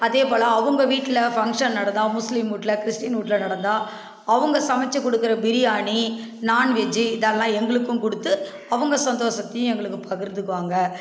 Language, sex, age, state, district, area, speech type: Tamil, female, 45-60, Tamil Nadu, Kallakurichi, rural, spontaneous